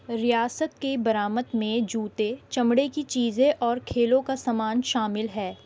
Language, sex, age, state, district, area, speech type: Urdu, female, 18-30, Delhi, East Delhi, urban, read